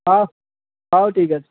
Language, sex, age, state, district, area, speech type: Odia, male, 18-30, Odisha, Dhenkanal, rural, conversation